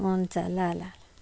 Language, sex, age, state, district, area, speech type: Nepali, female, 60+, West Bengal, Kalimpong, rural, spontaneous